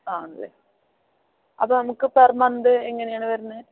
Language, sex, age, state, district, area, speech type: Malayalam, female, 18-30, Kerala, Thrissur, rural, conversation